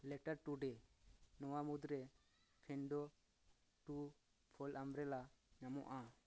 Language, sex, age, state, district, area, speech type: Santali, male, 30-45, West Bengal, Paschim Bardhaman, rural, read